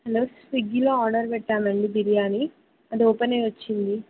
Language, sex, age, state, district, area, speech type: Telugu, female, 18-30, Telangana, Siddipet, rural, conversation